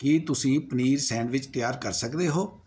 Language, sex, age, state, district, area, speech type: Punjabi, male, 60+, Punjab, Pathankot, rural, read